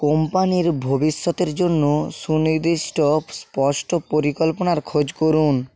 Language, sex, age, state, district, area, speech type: Bengali, male, 60+, West Bengal, Purba Medinipur, rural, read